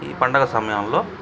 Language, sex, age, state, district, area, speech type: Telugu, male, 45-60, Andhra Pradesh, Bapatla, urban, spontaneous